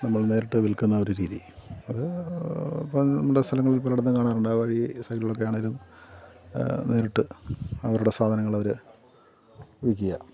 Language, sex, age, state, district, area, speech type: Malayalam, male, 45-60, Kerala, Kottayam, rural, spontaneous